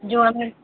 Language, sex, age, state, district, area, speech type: Odia, female, 60+, Odisha, Gajapati, rural, conversation